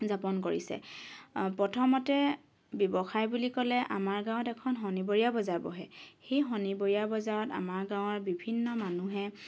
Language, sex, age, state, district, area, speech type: Assamese, female, 18-30, Assam, Lakhimpur, rural, spontaneous